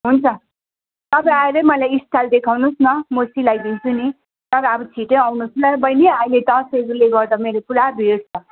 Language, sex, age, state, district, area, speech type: Nepali, female, 45-60, West Bengal, Darjeeling, rural, conversation